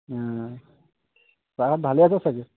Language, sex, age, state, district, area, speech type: Assamese, male, 18-30, Assam, Lakhimpur, urban, conversation